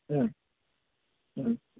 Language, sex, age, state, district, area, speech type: Kannada, male, 30-45, Karnataka, Bellary, rural, conversation